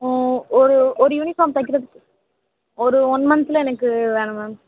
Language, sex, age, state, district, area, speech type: Tamil, female, 18-30, Tamil Nadu, Vellore, urban, conversation